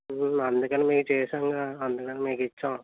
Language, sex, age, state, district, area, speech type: Telugu, male, 60+, Andhra Pradesh, Eluru, rural, conversation